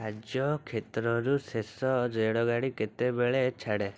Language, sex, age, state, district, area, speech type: Odia, male, 18-30, Odisha, Cuttack, urban, read